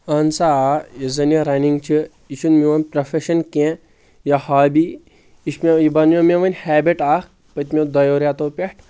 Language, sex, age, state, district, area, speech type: Kashmiri, male, 18-30, Jammu and Kashmir, Anantnag, rural, spontaneous